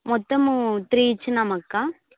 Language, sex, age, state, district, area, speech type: Telugu, female, 18-30, Andhra Pradesh, Kadapa, urban, conversation